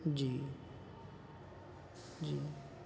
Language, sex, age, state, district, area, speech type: Urdu, male, 30-45, Bihar, East Champaran, urban, spontaneous